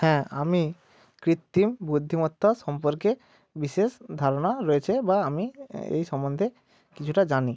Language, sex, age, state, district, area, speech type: Bengali, male, 45-60, West Bengal, Hooghly, urban, spontaneous